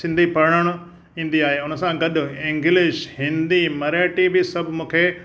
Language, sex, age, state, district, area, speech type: Sindhi, male, 60+, Maharashtra, Thane, urban, spontaneous